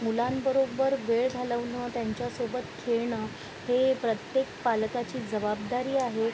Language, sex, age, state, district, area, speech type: Marathi, female, 45-60, Maharashtra, Thane, urban, spontaneous